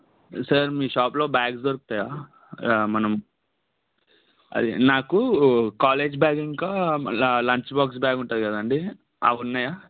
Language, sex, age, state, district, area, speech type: Telugu, male, 30-45, Telangana, Ranga Reddy, urban, conversation